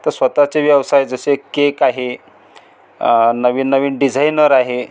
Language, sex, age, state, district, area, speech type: Marathi, male, 45-60, Maharashtra, Amravati, rural, spontaneous